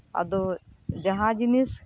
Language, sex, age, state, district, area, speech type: Santali, female, 30-45, West Bengal, Birbhum, rural, spontaneous